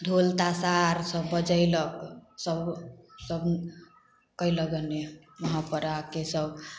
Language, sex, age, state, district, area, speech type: Maithili, female, 30-45, Bihar, Samastipur, urban, spontaneous